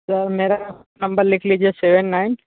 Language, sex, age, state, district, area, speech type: Hindi, male, 45-60, Uttar Pradesh, Sonbhadra, rural, conversation